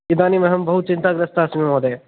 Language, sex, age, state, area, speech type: Sanskrit, male, 18-30, Rajasthan, rural, conversation